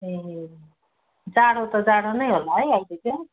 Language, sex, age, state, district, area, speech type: Nepali, female, 45-60, West Bengal, Darjeeling, rural, conversation